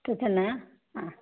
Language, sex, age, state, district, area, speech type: Sanskrit, female, 60+, Karnataka, Udupi, rural, conversation